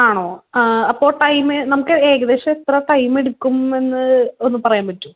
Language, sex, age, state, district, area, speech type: Malayalam, female, 18-30, Kerala, Thrissur, urban, conversation